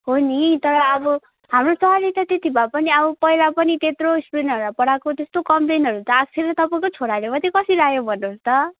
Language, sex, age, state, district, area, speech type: Nepali, female, 18-30, West Bengal, Kalimpong, rural, conversation